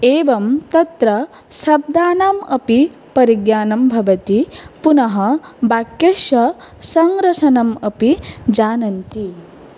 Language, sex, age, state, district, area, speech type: Sanskrit, female, 18-30, Assam, Baksa, rural, spontaneous